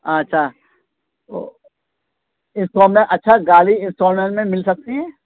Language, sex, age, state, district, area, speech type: Urdu, male, 45-60, Delhi, East Delhi, urban, conversation